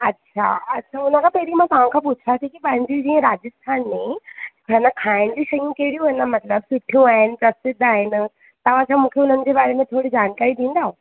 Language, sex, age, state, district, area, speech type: Sindhi, female, 18-30, Rajasthan, Ajmer, urban, conversation